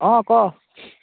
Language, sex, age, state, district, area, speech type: Assamese, male, 30-45, Assam, Biswanath, rural, conversation